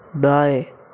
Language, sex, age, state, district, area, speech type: Hindi, male, 60+, Rajasthan, Jodhpur, urban, read